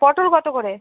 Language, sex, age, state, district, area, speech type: Bengali, female, 30-45, West Bengal, Alipurduar, rural, conversation